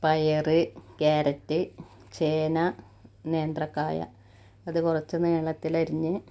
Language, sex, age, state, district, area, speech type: Malayalam, female, 45-60, Kerala, Malappuram, rural, spontaneous